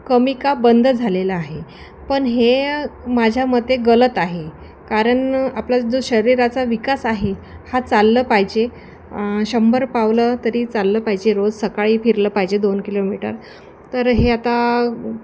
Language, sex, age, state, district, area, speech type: Marathi, female, 30-45, Maharashtra, Thane, urban, spontaneous